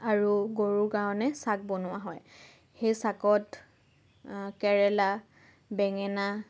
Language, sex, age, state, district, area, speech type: Assamese, female, 18-30, Assam, Lakhimpur, urban, spontaneous